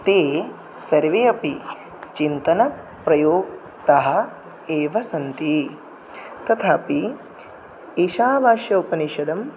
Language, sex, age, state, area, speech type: Sanskrit, male, 18-30, Tripura, rural, spontaneous